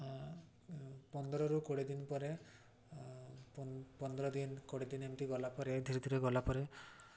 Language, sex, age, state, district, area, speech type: Odia, male, 18-30, Odisha, Mayurbhanj, rural, spontaneous